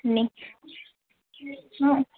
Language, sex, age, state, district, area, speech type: Tamil, female, 30-45, Tamil Nadu, Coimbatore, rural, conversation